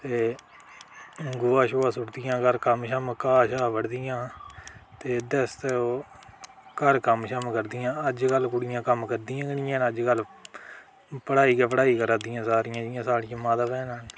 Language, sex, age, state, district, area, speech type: Dogri, male, 18-30, Jammu and Kashmir, Udhampur, rural, spontaneous